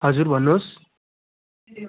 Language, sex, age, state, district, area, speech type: Nepali, male, 18-30, West Bengal, Darjeeling, rural, conversation